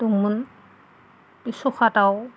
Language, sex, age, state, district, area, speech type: Bodo, female, 30-45, Assam, Goalpara, rural, spontaneous